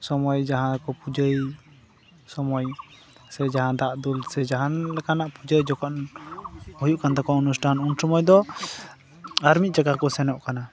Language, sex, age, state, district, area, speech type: Santali, male, 18-30, West Bengal, Malda, rural, spontaneous